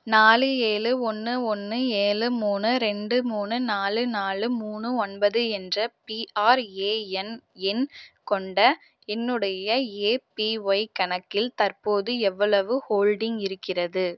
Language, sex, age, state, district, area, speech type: Tamil, female, 18-30, Tamil Nadu, Erode, rural, read